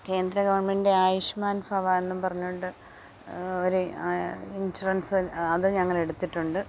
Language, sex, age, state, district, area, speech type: Malayalam, female, 45-60, Kerala, Alappuzha, rural, spontaneous